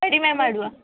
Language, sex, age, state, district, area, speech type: Kannada, female, 18-30, Karnataka, Udupi, rural, conversation